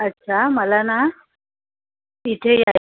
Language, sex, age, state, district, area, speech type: Marathi, female, 60+, Maharashtra, Palghar, urban, conversation